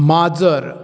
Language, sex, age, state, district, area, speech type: Goan Konkani, male, 30-45, Goa, Canacona, rural, read